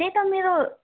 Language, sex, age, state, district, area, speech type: Nepali, female, 18-30, West Bengal, Darjeeling, rural, conversation